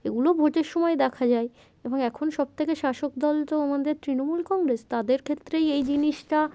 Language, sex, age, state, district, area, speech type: Bengali, female, 18-30, West Bengal, Darjeeling, urban, spontaneous